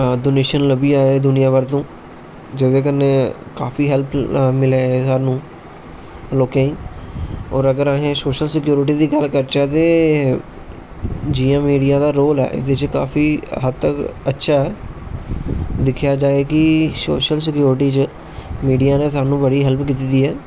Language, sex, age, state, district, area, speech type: Dogri, male, 30-45, Jammu and Kashmir, Jammu, rural, spontaneous